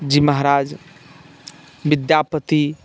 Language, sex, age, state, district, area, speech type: Maithili, male, 45-60, Bihar, Sitamarhi, rural, spontaneous